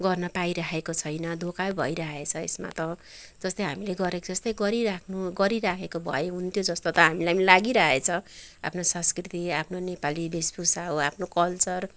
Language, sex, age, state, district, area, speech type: Nepali, female, 45-60, West Bengal, Kalimpong, rural, spontaneous